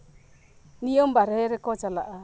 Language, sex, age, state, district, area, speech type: Santali, female, 45-60, West Bengal, Birbhum, rural, spontaneous